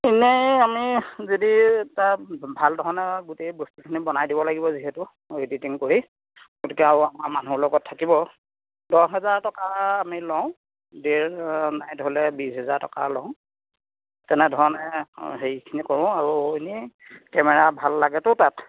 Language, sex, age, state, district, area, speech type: Assamese, male, 45-60, Assam, Dhemaji, rural, conversation